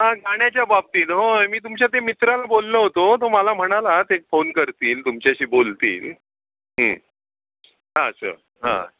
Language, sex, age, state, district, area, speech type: Marathi, male, 45-60, Maharashtra, Ratnagiri, urban, conversation